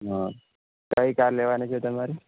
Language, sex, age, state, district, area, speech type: Gujarati, male, 18-30, Gujarat, Ahmedabad, urban, conversation